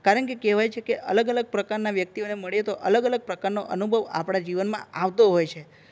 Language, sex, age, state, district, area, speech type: Gujarati, male, 30-45, Gujarat, Narmada, urban, spontaneous